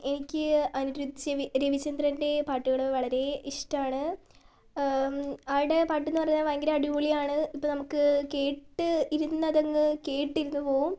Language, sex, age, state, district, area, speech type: Malayalam, female, 18-30, Kerala, Wayanad, rural, spontaneous